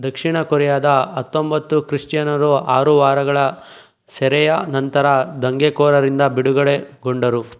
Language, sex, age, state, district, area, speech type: Kannada, male, 18-30, Karnataka, Chikkaballapur, rural, read